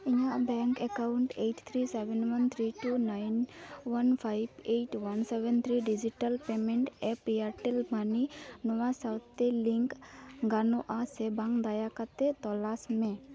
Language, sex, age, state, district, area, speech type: Santali, female, 18-30, West Bengal, Dakshin Dinajpur, rural, read